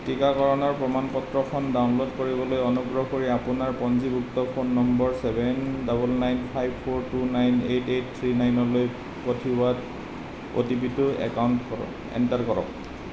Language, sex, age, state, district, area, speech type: Assamese, male, 30-45, Assam, Nalbari, rural, read